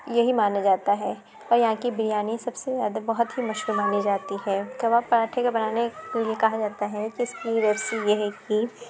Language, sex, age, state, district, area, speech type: Urdu, female, 18-30, Uttar Pradesh, Lucknow, rural, spontaneous